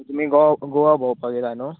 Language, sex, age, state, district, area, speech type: Goan Konkani, male, 18-30, Goa, Tiswadi, rural, conversation